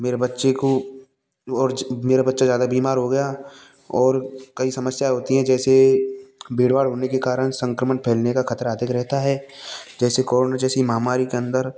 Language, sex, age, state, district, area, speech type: Hindi, male, 18-30, Rajasthan, Bharatpur, rural, spontaneous